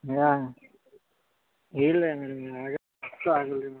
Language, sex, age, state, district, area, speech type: Kannada, male, 18-30, Karnataka, Bagalkot, rural, conversation